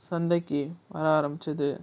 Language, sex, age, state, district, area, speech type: Tamil, male, 45-60, Tamil Nadu, Ariyalur, rural, spontaneous